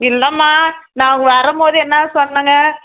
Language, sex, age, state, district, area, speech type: Tamil, female, 30-45, Tamil Nadu, Tirupattur, rural, conversation